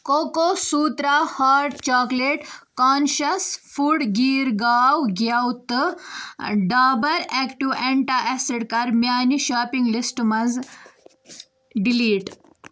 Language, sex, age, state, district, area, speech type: Kashmiri, female, 18-30, Jammu and Kashmir, Budgam, rural, read